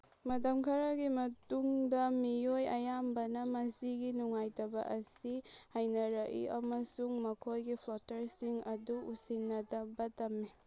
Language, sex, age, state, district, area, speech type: Manipuri, female, 18-30, Manipur, Churachandpur, urban, read